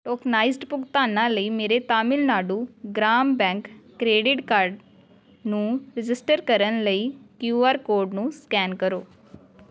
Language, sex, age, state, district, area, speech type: Punjabi, female, 18-30, Punjab, Amritsar, urban, read